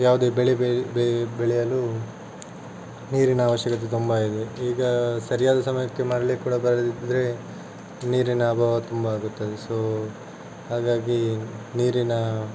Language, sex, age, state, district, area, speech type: Kannada, male, 18-30, Karnataka, Tumkur, urban, spontaneous